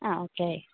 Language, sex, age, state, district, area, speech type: Malayalam, female, 18-30, Kerala, Idukki, rural, conversation